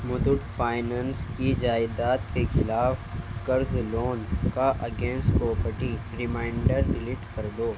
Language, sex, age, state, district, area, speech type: Urdu, male, 18-30, Delhi, East Delhi, urban, read